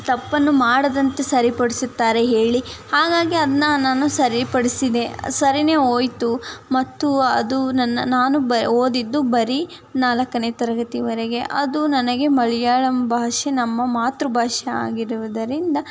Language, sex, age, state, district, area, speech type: Kannada, female, 18-30, Karnataka, Chitradurga, rural, spontaneous